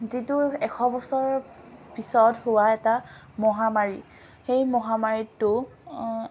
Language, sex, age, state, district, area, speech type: Assamese, female, 18-30, Assam, Dhemaji, rural, spontaneous